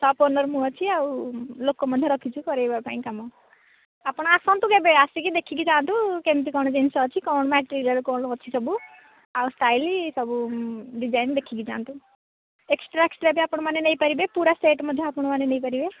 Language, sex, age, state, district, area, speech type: Odia, female, 45-60, Odisha, Nayagarh, rural, conversation